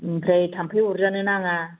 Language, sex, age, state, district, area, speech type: Bodo, female, 45-60, Assam, Kokrajhar, rural, conversation